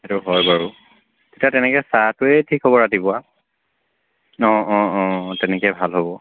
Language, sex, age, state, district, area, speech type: Assamese, male, 18-30, Assam, Lakhimpur, rural, conversation